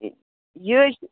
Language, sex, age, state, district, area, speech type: Kashmiri, female, 45-60, Jammu and Kashmir, Baramulla, rural, conversation